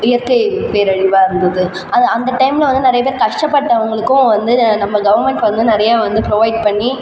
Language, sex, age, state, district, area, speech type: Tamil, female, 30-45, Tamil Nadu, Cuddalore, rural, spontaneous